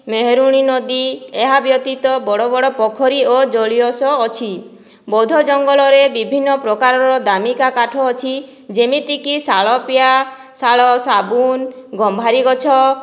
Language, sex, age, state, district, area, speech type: Odia, female, 45-60, Odisha, Boudh, rural, spontaneous